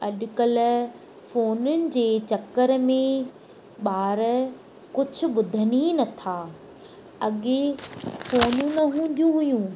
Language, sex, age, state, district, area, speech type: Sindhi, female, 18-30, Madhya Pradesh, Katni, urban, spontaneous